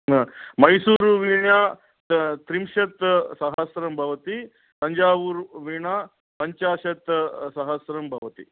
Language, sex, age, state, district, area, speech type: Sanskrit, male, 45-60, Andhra Pradesh, Guntur, urban, conversation